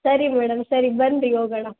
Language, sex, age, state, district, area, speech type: Kannada, female, 18-30, Karnataka, Chitradurga, urban, conversation